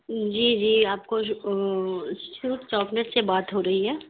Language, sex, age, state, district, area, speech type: Urdu, female, 18-30, Bihar, Saharsa, urban, conversation